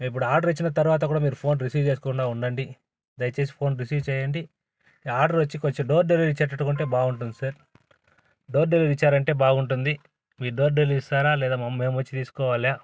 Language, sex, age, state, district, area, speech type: Telugu, male, 45-60, Andhra Pradesh, Sri Balaji, urban, spontaneous